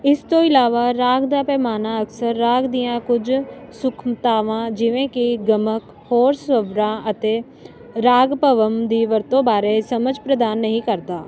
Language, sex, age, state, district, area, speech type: Punjabi, female, 18-30, Punjab, Ludhiana, rural, read